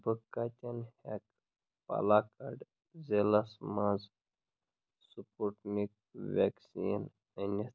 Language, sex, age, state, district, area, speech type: Kashmiri, male, 18-30, Jammu and Kashmir, Ganderbal, rural, read